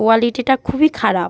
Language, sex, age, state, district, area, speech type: Bengali, female, 18-30, West Bengal, Jhargram, rural, spontaneous